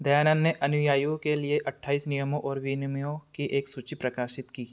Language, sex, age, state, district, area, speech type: Hindi, male, 30-45, Madhya Pradesh, Betul, urban, read